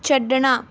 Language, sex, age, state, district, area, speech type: Punjabi, female, 18-30, Punjab, Mohali, rural, read